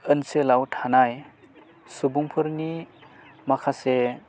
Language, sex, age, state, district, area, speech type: Bodo, male, 30-45, Assam, Udalguri, rural, spontaneous